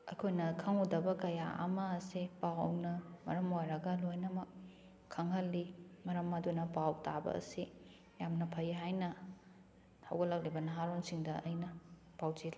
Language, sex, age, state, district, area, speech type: Manipuri, female, 30-45, Manipur, Kakching, rural, spontaneous